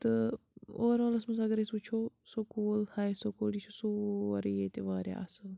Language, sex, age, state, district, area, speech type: Kashmiri, female, 30-45, Jammu and Kashmir, Bandipora, rural, spontaneous